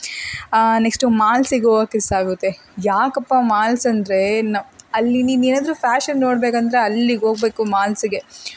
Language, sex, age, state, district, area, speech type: Kannada, female, 18-30, Karnataka, Davanagere, rural, spontaneous